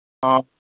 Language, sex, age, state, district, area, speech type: Manipuri, male, 30-45, Manipur, Kangpokpi, urban, conversation